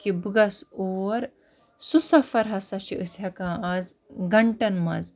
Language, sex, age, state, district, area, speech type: Kashmiri, female, 30-45, Jammu and Kashmir, Baramulla, rural, spontaneous